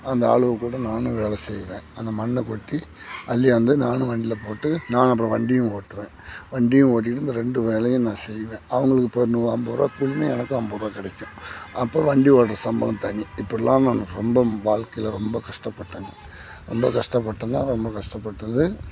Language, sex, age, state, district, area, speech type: Tamil, male, 60+, Tamil Nadu, Kallakurichi, urban, spontaneous